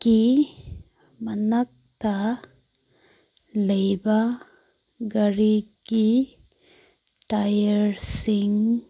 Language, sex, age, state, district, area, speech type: Manipuri, female, 18-30, Manipur, Kangpokpi, rural, read